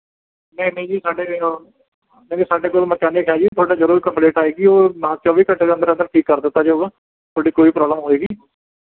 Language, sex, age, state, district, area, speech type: Punjabi, male, 30-45, Punjab, Mohali, urban, conversation